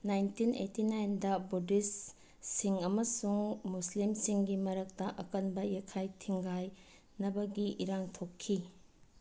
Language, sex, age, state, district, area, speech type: Manipuri, female, 30-45, Manipur, Bishnupur, rural, read